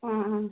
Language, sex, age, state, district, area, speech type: Malayalam, female, 45-60, Kerala, Kozhikode, urban, conversation